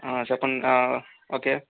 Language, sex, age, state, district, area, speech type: Telugu, male, 18-30, Andhra Pradesh, Sri Balaji, rural, conversation